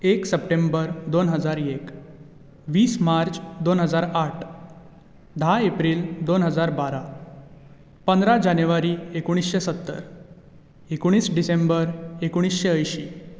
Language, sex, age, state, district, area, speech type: Goan Konkani, male, 18-30, Goa, Bardez, rural, spontaneous